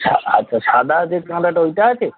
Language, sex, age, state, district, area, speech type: Bengali, male, 30-45, West Bengal, Darjeeling, rural, conversation